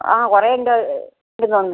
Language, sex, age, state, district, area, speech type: Malayalam, female, 60+, Kerala, Kasaragod, rural, conversation